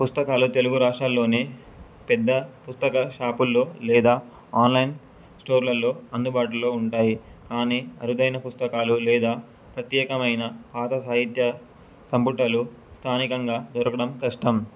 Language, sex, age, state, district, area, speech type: Telugu, male, 18-30, Telangana, Suryapet, urban, spontaneous